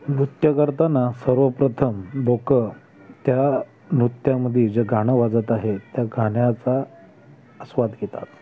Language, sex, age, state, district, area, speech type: Marathi, male, 30-45, Maharashtra, Thane, urban, spontaneous